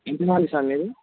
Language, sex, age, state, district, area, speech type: Telugu, male, 18-30, Telangana, Bhadradri Kothagudem, urban, conversation